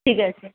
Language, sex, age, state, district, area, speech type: Bengali, female, 45-60, West Bengal, Paschim Medinipur, rural, conversation